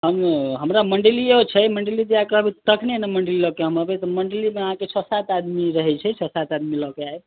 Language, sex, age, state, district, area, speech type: Maithili, male, 18-30, Bihar, Sitamarhi, urban, conversation